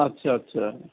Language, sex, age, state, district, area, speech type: Assamese, male, 60+, Assam, Kamrup Metropolitan, urban, conversation